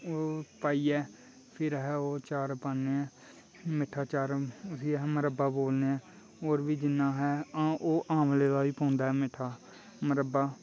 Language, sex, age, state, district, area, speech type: Dogri, male, 18-30, Jammu and Kashmir, Kathua, rural, spontaneous